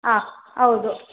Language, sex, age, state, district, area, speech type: Kannada, female, 18-30, Karnataka, Hassan, urban, conversation